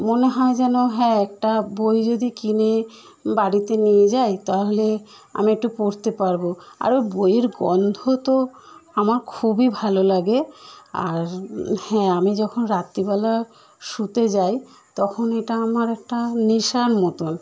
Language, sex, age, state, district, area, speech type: Bengali, female, 30-45, West Bengal, Kolkata, urban, spontaneous